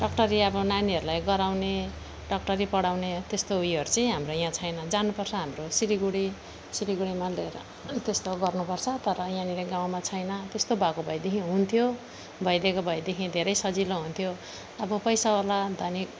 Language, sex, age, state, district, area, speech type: Nepali, female, 45-60, West Bengal, Alipurduar, urban, spontaneous